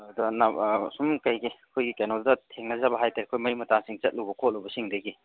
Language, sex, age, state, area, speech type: Manipuri, male, 30-45, Manipur, urban, conversation